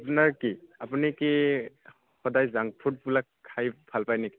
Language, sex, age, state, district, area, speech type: Assamese, male, 18-30, Assam, Barpeta, rural, conversation